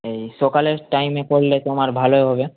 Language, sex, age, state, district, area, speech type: Bengali, male, 18-30, West Bengal, Malda, urban, conversation